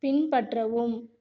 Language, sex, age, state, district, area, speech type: Tamil, female, 18-30, Tamil Nadu, Cuddalore, rural, read